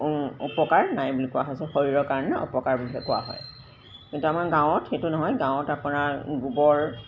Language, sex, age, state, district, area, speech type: Assamese, female, 45-60, Assam, Golaghat, urban, spontaneous